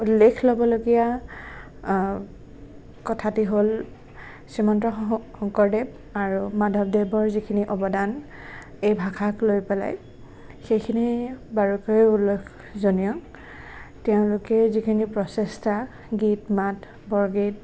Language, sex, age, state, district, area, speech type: Assamese, female, 18-30, Assam, Nagaon, rural, spontaneous